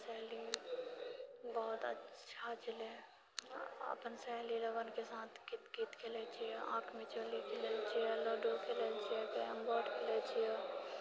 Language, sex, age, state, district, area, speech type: Maithili, female, 45-60, Bihar, Purnia, rural, spontaneous